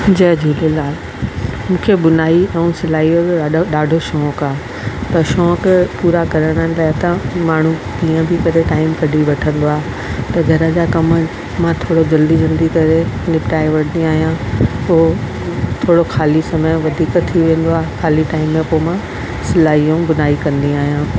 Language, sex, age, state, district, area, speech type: Sindhi, female, 45-60, Delhi, South Delhi, urban, spontaneous